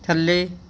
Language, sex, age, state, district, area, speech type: Punjabi, female, 60+, Punjab, Bathinda, urban, read